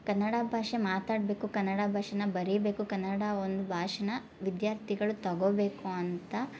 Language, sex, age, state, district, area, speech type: Kannada, female, 30-45, Karnataka, Hassan, rural, spontaneous